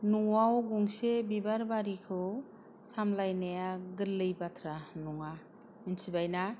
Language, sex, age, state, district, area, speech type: Bodo, female, 45-60, Assam, Kokrajhar, rural, spontaneous